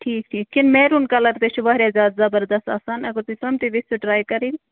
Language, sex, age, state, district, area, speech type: Kashmiri, female, 18-30, Jammu and Kashmir, Bandipora, rural, conversation